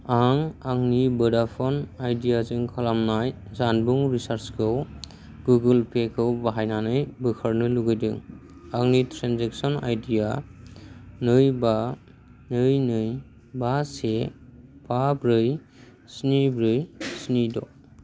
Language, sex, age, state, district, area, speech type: Bodo, male, 18-30, Assam, Kokrajhar, rural, read